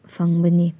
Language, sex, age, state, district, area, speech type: Manipuri, female, 18-30, Manipur, Senapati, rural, spontaneous